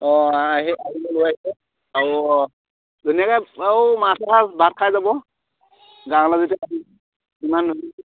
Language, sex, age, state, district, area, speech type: Assamese, male, 18-30, Assam, Majuli, urban, conversation